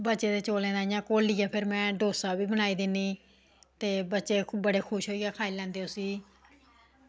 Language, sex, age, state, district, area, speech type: Dogri, female, 45-60, Jammu and Kashmir, Samba, rural, spontaneous